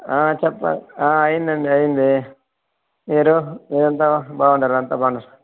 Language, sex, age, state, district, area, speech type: Telugu, male, 60+, Andhra Pradesh, Sri Balaji, urban, conversation